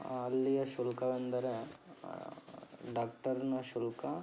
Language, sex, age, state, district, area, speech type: Kannada, male, 18-30, Karnataka, Davanagere, urban, spontaneous